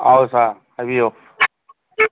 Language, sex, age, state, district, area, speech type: Manipuri, male, 45-60, Manipur, Churachandpur, urban, conversation